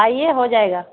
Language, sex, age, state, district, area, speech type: Urdu, female, 45-60, Bihar, Gaya, urban, conversation